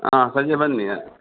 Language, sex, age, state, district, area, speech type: Kannada, male, 45-60, Karnataka, Dakshina Kannada, rural, conversation